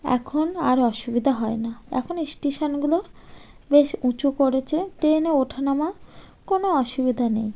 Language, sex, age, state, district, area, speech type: Bengali, female, 18-30, West Bengal, Birbhum, urban, spontaneous